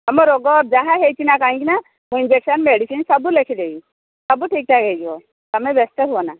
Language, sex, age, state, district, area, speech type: Odia, female, 45-60, Odisha, Angul, rural, conversation